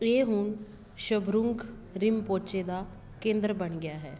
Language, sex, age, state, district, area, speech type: Punjabi, female, 30-45, Punjab, Patiala, urban, read